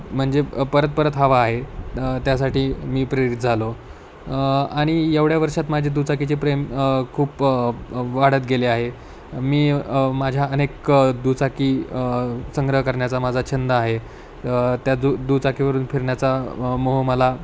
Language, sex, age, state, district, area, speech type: Marathi, male, 18-30, Maharashtra, Nanded, rural, spontaneous